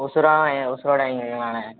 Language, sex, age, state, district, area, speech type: Tamil, male, 18-30, Tamil Nadu, Thoothukudi, rural, conversation